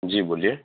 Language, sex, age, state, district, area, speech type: Gujarati, male, 30-45, Gujarat, Narmada, urban, conversation